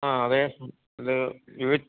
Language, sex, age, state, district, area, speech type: Malayalam, male, 60+, Kerala, Idukki, rural, conversation